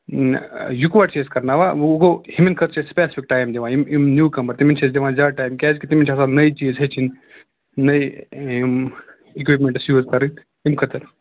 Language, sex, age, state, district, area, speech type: Kashmiri, male, 18-30, Jammu and Kashmir, Kupwara, rural, conversation